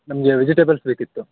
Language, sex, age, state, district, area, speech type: Kannada, male, 18-30, Karnataka, Bellary, rural, conversation